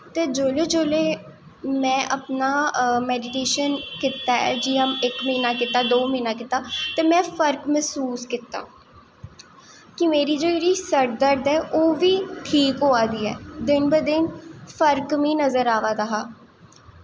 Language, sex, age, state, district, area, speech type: Dogri, female, 18-30, Jammu and Kashmir, Jammu, urban, spontaneous